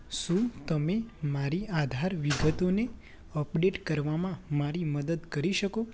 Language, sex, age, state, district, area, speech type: Gujarati, male, 18-30, Gujarat, Anand, rural, read